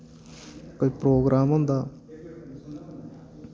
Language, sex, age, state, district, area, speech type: Dogri, male, 18-30, Jammu and Kashmir, Samba, rural, spontaneous